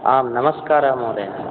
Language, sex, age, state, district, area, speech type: Sanskrit, male, 18-30, Odisha, Ganjam, rural, conversation